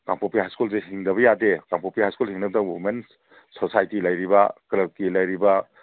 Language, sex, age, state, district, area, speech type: Manipuri, male, 45-60, Manipur, Kangpokpi, urban, conversation